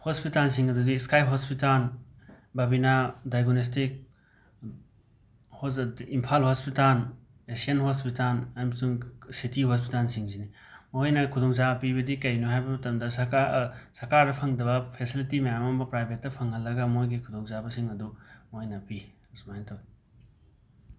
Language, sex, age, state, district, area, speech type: Manipuri, male, 18-30, Manipur, Imphal West, rural, spontaneous